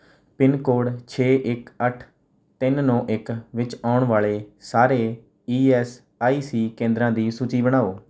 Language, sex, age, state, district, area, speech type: Punjabi, male, 18-30, Punjab, Rupnagar, rural, read